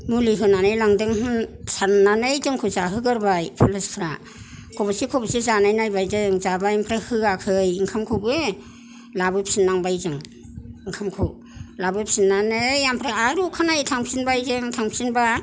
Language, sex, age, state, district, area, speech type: Bodo, female, 60+, Assam, Kokrajhar, rural, spontaneous